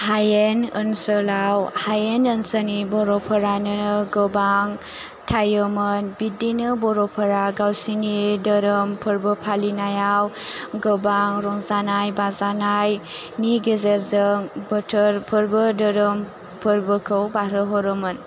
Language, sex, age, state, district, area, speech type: Bodo, female, 18-30, Assam, Chirang, rural, spontaneous